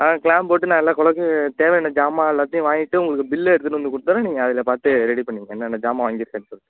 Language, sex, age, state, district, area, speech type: Tamil, male, 18-30, Tamil Nadu, Nagapattinam, rural, conversation